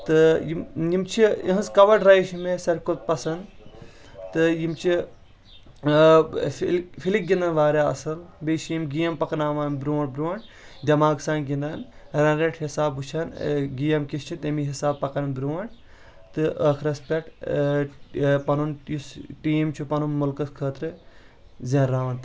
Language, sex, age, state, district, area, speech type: Kashmiri, male, 18-30, Jammu and Kashmir, Kulgam, urban, spontaneous